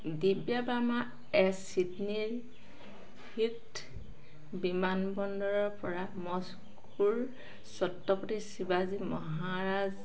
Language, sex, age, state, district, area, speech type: Assamese, female, 45-60, Assam, Charaideo, rural, read